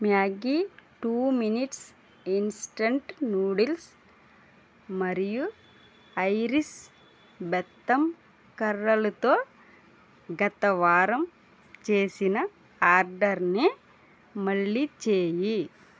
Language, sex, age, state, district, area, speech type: Telugu, female, 60+, Andhra Pradesh, East Godavari, rural, read